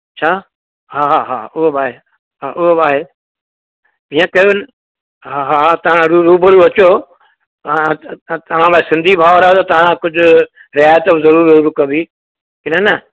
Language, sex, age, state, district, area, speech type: Sindhi, male, 60+, Maharashtra, Mumbai City, urban, conversation